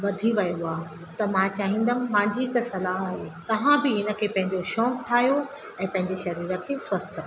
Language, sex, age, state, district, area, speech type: Sindhi, female, 30-45, Madhya Pradesh, Katni, urban, spontaneous